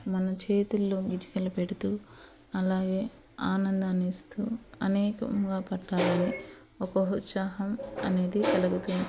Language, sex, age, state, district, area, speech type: Telugu, female, 30-45, Andhra Pradesh, Eluru, urban, spontaneous